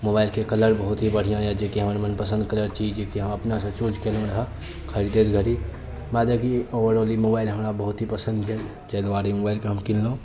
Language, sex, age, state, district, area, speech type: Maithili, male, 18-30, Bihar, Saharsa, rural, spontaneous